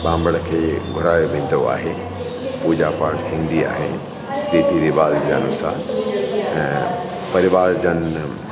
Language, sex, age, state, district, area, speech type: Sindhi, male, 45-60, Delhi, South Delhi, urban, spontaneous